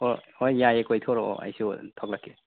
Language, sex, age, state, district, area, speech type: Manipuri, male, 30-45, Manipur, Tengnoupal, urban, conversation